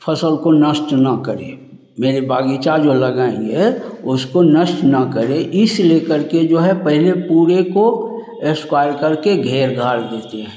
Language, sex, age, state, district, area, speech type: Hindi, male, 60+, Bihar, Begusarai, rural, spontaneous